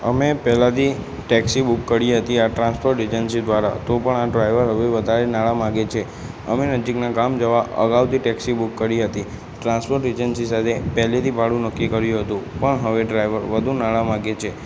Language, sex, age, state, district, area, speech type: Gujarati, male, 18-30, Gujarat, Aravalli, urban, spontaneous